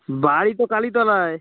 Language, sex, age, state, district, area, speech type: Bengali, male, 18-30, West Bengal, Uttar Dinajpur, urban, conversation